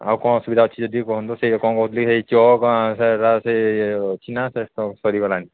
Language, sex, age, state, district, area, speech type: Odia, male, 30-45, Odisha, Sambalpur, rural, conversation